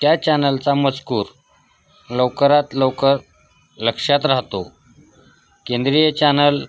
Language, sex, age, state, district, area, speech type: Marathi, male, 45-60, Maharashtra, Osmanabad, rural, spontaneous